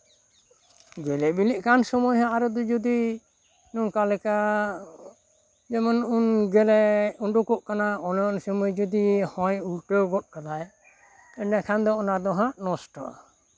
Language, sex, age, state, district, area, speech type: Santali, male, 60+, West Bengal, Bankura, rural, spontaneous